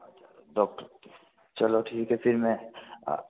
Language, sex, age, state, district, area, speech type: Hindi, male, 18-30, Rajasthan, Jodhpur, urban, conversation